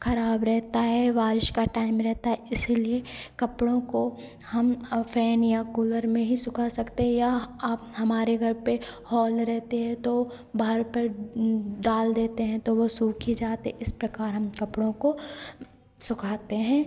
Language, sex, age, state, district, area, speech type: Hindi, female, 18-30, Madhya Pradesh, Hoshangabad, urban, spontaneous